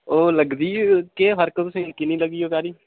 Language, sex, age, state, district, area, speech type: Dogri, male, 18-30, Jammu and Kashmir, Udhampur, rural, conversation